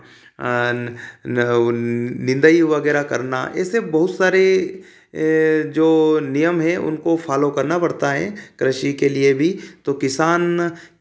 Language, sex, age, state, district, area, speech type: Hindi, male, 30-45, Madhya Pradesh, Ujjain, urban, spontaneous